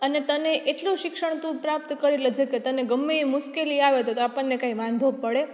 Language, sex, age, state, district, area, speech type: Gujarati, female, 18-30, Gujarat, Rajkot, urban, spontaneous